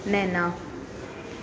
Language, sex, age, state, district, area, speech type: Sindhi, female, 30-45, Gujarat, Surat, urban, spontaneous